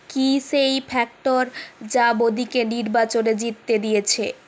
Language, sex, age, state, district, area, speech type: Bengali, female, 45-60, West Bengal, Purulia, urban, read